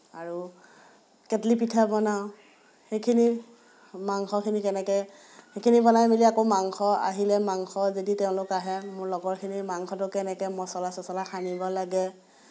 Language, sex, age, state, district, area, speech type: Assamese, female, 30-45, Assam, Biswanath, rural, spontaneous